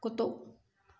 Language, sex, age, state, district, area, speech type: Sindhi, female, 60+, Maharashtra, Thane, urban, read